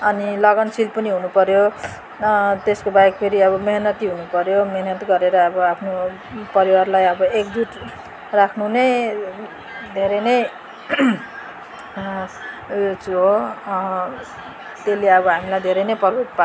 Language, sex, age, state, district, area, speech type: Nepali, female, 45-60, West Bengal, Darjeeling, rural, spontaneous